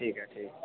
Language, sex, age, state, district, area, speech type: Dogri, male, 18-30, Jammu and Kashmir, Udhampur, rural, conversation